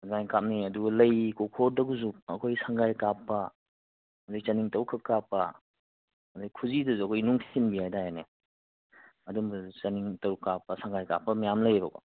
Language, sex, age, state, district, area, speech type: Manipuri, male, 30-45, Manipur, Kangpokpi, urban, conversation